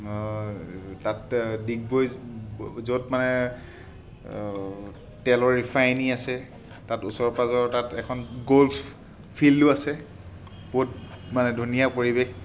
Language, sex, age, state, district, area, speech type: Assamese, male, 30-45, Assam, Sivasagar, urban, spontaneous